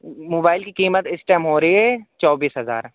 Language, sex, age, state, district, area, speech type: Urdu, male, 18-30, Uttar Pradesh, Saharanpur, urban, conversation